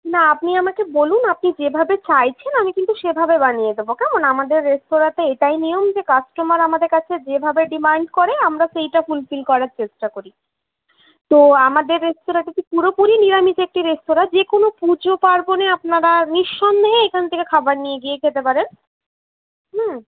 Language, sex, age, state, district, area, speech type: Bengali, female, 60+, West Bengal, Purulia, urban, conversation